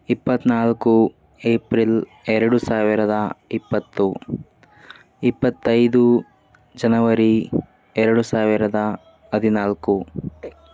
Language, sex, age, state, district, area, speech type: Kannada, male, 45-60, Karnataka, Davanagere, rural, spontaneous